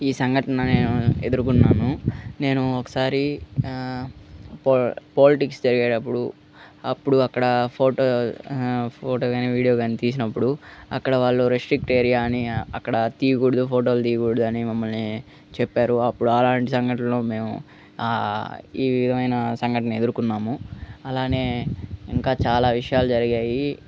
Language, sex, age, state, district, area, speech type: Telugu, male, 18-30, Andhra Pradesh, Eluru, urban, spontaneous